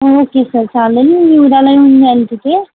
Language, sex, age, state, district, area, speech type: Marathi, female, 18-30, Maharashtra, Washim, urban, conversation